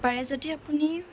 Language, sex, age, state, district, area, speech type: Assamese, female, 18-30, Assam, Jorhat, urban, spontaneous